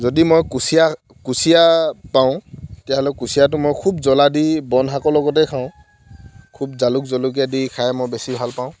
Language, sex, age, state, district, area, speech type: Assamese, male, 18-30, Assam, Dhemaji, rural, spontaneous